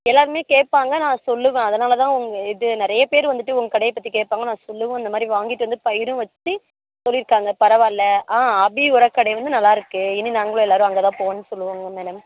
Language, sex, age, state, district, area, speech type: Tamil, female, 18-30, Tamil Nadu, Perambalur, rural, conversation